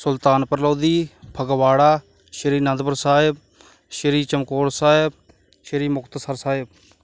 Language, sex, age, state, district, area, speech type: Punjabi, male, 18-30, Punjab, Kapurthala, rural, spontaneous